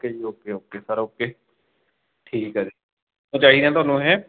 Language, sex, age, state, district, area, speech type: Punjabi, male, 18-30, Punjab, Fatehgarh Sahib, rural, conversation